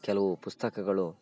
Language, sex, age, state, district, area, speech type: Kannada, male, 18-30, Karnataka, Bellary, rural, spontaneous